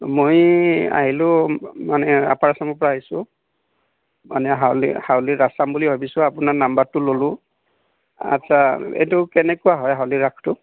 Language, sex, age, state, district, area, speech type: Assamese, male, 45-60, Assam, Barpeta, rural, conversation